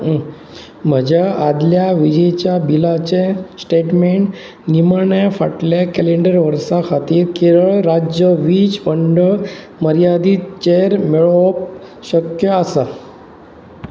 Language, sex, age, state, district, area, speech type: Goan Konkani, male, 45-60, Goa, Pernem, rural, read